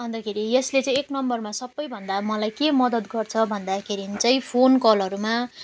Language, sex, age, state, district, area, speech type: Nepali, female, 18-30, West Bengal, Jalpaiguri, urban, spontaneous